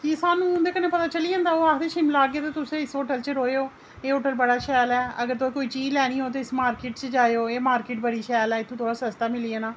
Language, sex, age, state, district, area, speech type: Dogri, female, 30-45, Jammu and Kashmir, Reasi, rural, spontaneous